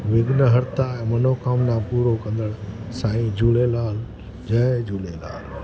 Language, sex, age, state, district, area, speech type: Sindhi, male, 60+, Gujarat, Junagadh, rural, spontaneous